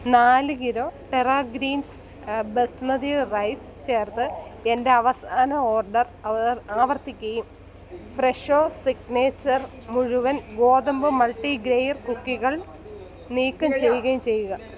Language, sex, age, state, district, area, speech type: Malayalam, female, 30-45, Kerala, Kollam, rural, read